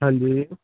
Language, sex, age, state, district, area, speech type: Punjabi, male, 18-30, Punjab, Hoshiarpur, rural, conversation